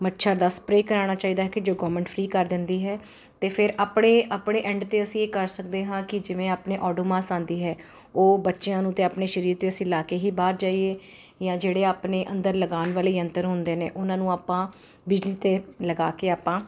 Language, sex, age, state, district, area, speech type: Punjabi, female, 45-60, Punjab, Ludhiana, urban, spontaneous